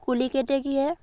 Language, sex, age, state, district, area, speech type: Assamese, female, 18-30, Assam, Dhemaji, rural, spontaneous